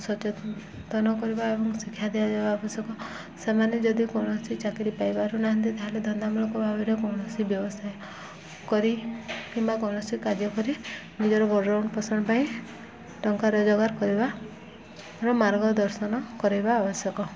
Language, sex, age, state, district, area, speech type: Odia, female, 18-30, Odisha, Subarnapur, urban, spontaneous